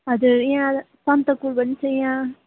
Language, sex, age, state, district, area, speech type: Nepali, female, 18-30, West Bengal, Darjeeling, rural, conversation